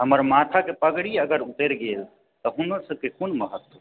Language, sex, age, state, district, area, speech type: Maithili, male, 30-45, Bihar, Purnia, rural, conversation